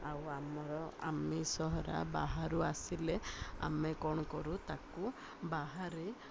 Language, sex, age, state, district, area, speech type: Odia, female, 60+, Odisha, Ganjam, urban, spontaneous